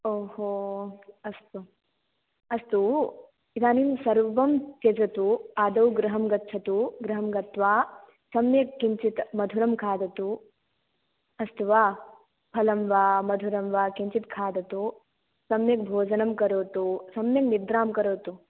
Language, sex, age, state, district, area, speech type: Sanskrit, female, 18-30, Kerala, Kasaragod, rural, conversation